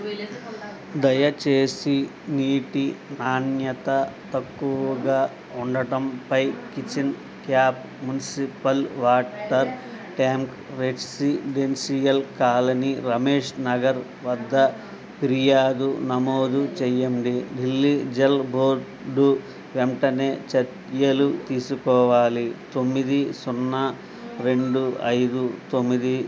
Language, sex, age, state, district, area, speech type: Telugu, male, 60+, Andhra Pradesh, Eluru, rural, read